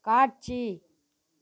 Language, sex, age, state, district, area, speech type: Tamil, female, 45-60, Tamil Nadu, Tiruvannamalai, rural, read